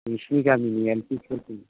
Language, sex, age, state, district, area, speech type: Bodo, male, 30-45, Assam, Chirang, rural, conversation